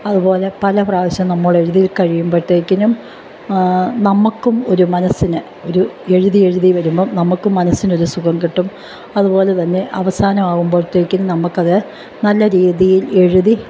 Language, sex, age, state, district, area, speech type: Malayalam, female, 45-60, Kerala, Alappuzha, urban, spontaneous